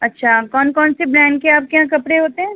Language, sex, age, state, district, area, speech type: Urdu, female, 30-45, Uttar Pradesh, Rampur, urban, conversation